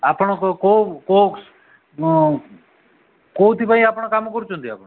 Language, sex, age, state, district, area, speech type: Odia, male, 45-60, Odisha, Koraput, urban, conversation